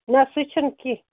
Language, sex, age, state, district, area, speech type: Kashmiri, female, 18-30, Jammu and Kashmir, Kupwara, rural, conversation